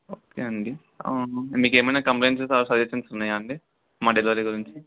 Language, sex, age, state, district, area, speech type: Telugu, male, 18-30, Andhra Pradesh, Nellore, rural, conversation